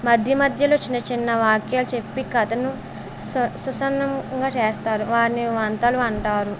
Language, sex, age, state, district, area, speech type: Telugu, female, 18-30, Andhra Pradesh, Eluru, rural, spontaneous